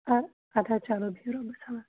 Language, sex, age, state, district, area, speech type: Kashmiri, female, 30-45, Jammu and Kashmir, Shopian, rural, conversation